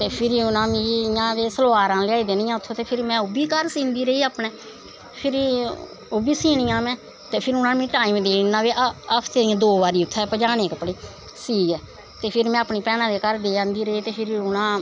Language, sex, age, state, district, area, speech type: Dogri, female, 60+, Jammu and Kashmir, Samba, rural, spontaneous